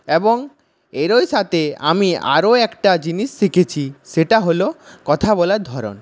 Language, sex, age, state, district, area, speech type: Bengali, male, 18-30, West Bengal, Purulia, rural, spontaneous